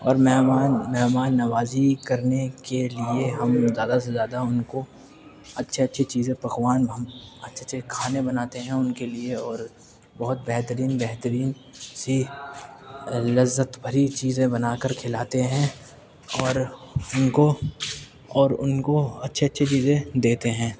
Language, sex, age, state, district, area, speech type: Urdu, male, 18-30, Delhi, East Delhi, rural, spontaneous